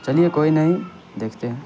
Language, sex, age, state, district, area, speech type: Urdu, male, 18-30, Bihar, Saharsa, urban, spontaneous